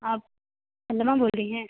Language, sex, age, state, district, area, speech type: Urdu, female, 18-30, Uttar Pradesh, Mirzapur, rural, conversation